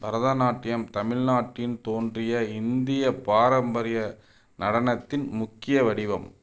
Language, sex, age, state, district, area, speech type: Tamil, male, 45-60, Tamil Nadu, Thanjavur, rural, read